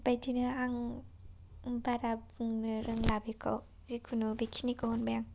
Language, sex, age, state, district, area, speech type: Bodo, female, 18-30, Assam, Kokrajhar, rural, spontaneous